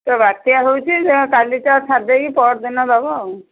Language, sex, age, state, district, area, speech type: Odia, female, 45-60, Odisha, Angul, rural, conversation